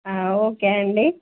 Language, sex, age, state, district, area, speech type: Telugu, female, 30-45, Telangana, Jangaon, rural, conversation